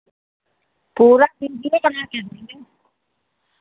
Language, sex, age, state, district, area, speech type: Hindi, female, 60+, Uttar Pradesh, Sitapur, rural, conversation